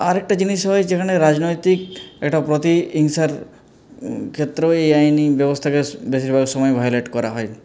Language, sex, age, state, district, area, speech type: Bengali, male, 45-60, West Bengal, Purulia, urban, spontaneous